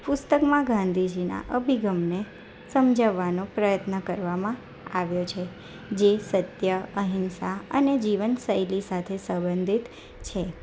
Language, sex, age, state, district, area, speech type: Gujarati, female, 18-30, Gujarat, Anand, urban, spontaneous